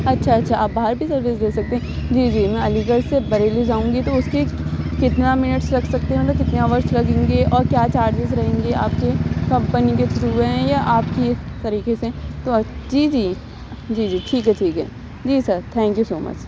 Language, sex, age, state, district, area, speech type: Urdu, female, 18-30, Uttar Pradesh, Aligarh, urban, spontaneous